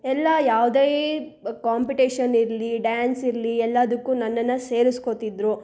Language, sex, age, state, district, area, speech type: Kannada, female, 18-30, Karnataka, Chikkaballapur, urban, spontaneous